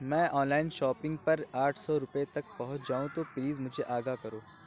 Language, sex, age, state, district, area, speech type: Urdu, male, 18-30, Uttar Pradesh, Lucknow, urban, read